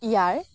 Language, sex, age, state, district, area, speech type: Assamese, female, 18-30, Assam, Morigaon, rural, spontaneous